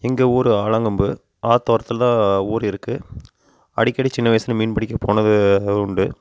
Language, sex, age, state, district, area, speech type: Tamil, male, 30-45, Tamil Nadu, Coimbatore, rural, spontaneous